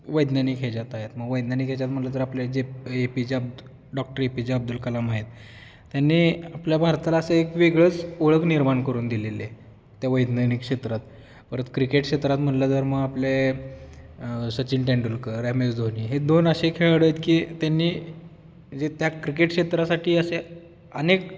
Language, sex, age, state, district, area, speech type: Marathi, male, 18-30, Maharashtra, Osmanabad, rural, spontaneous